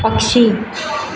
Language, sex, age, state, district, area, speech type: Hindi, female, 18-30, Madhya Pradesh, Seoni, urban, read